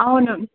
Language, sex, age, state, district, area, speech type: Telugu, female, 30-45, Andhra Pradesh, Anakapalli, urban, conversation